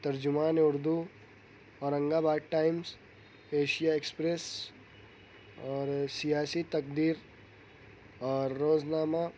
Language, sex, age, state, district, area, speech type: Urdu, male, 18-30, Maharashtra, Nashik, urban, spontaneous